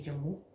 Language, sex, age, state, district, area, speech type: Dogri, female, 18-30, Jammu and Kashmir, Jammu, rural, spontaneous